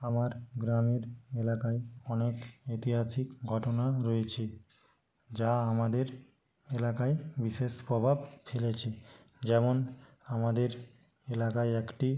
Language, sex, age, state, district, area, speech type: Bengali, male, 45-60, West Bengal, Nadia, rural, spontaneous